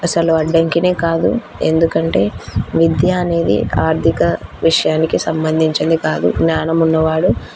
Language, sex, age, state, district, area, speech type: Telugu, female, 18-30, Andhra Pradesh, Kurnool, rural, spontaneous